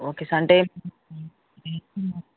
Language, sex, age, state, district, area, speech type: Telugu, male, 18-30, Andhra Pradesh, Chittoor, rural, conversation